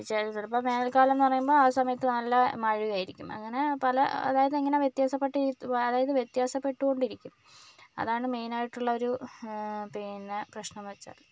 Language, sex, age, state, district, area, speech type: Malayalam, female, 30-45, Kerala, Kozhikode, urban, spontaneous